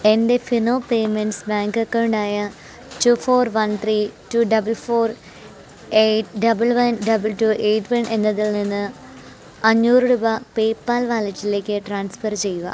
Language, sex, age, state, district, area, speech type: Malayalam, female, 18-30, Kerala, Pathanamthitta, rural, read